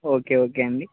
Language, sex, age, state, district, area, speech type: Telugu, male, 18-30, Telangana, Khammam, urban, conversation